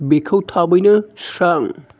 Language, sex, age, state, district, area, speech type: Bodo, male, 30-45, Assam, Chirang, urban, read